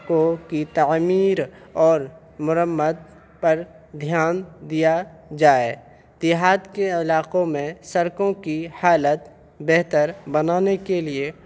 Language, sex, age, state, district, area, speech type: Urdu, male, 18-30, Bihar, Purnia, rural, spontaneous